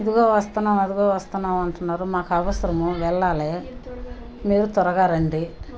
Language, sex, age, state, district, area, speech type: Telugu, female, 60+, Andhra Pradesh, Nellore, rural, spontaneous